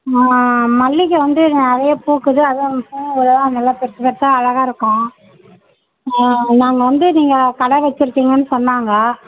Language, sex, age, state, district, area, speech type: Tamil, female, 60+, Tamil Nadu, Mayiladuthurai, rural, conversation